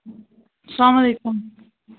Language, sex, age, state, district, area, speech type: Kashmiri, female, 18-30, Jammu and Kashmir, Budgam, rural, conversation